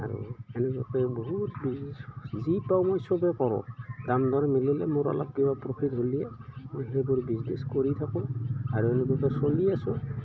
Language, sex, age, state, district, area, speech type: Assamese, male, 60+, Assam, Udalguri, rural, spontaneous